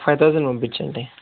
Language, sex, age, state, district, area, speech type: Telugu, male, 60+, Andhra Pradesh, Chittoor, rural, conversation